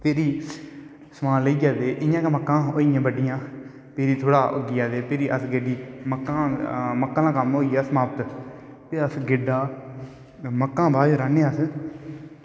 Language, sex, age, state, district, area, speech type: Dogri, male, 18-30, Jammu and Kashmir, Udhampur, rural, spontaneous